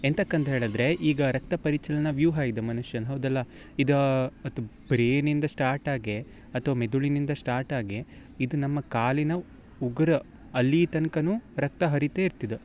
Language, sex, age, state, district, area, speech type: Kannada, male, 18-30, Karnataka, Uttara Kannada, rural, spontaneous